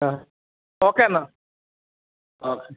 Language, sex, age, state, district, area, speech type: Malayalam, male, 45-60, Kerala, Alappuzha, rural, conversation